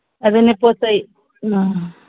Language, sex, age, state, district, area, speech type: Manipuri, female, 60+, Manipur, Churachandpur, urban, conversation